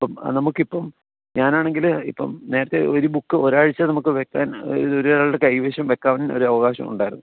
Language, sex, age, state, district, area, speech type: Malayalam, male, 45-60, Kerala, Kottayam, urban, conversation